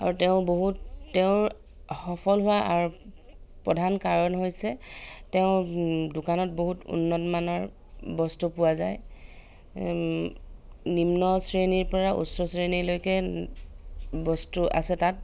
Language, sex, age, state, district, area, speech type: Assamese, female, 30-45, Assam, Dhemaji, rural, spontaneous